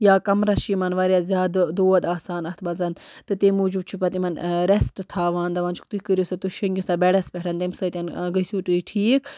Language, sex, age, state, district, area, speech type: Kashmiri, female, 18-30, Jammu and Kashmir, Baramulla, rural, spontaneous